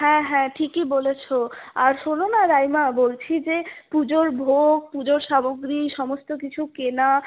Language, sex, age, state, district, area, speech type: Bengali, female, 18-30, West Bengal, Paschim Bardhaman, rural, conversation